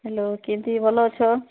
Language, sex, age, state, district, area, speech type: Odia, female, 30-45, Odisha, Nabarangpur, urban, conversation